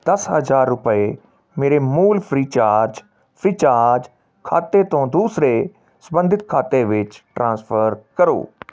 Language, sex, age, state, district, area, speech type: Punjabi, male, 30-45, Punjab, Tarn Taran, urban, read